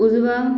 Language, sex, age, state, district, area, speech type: Marathi, female, 18-30, Maharashtra, Akola, urban, read